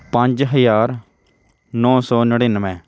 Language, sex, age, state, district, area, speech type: Punjabi, male, 18-30, Punjab, Shaheed Bhagat Singh Nagar, urban, spontaneous